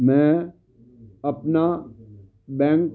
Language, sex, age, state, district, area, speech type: Punjabi, male, 60+, Punjab, Fazilka, rural, read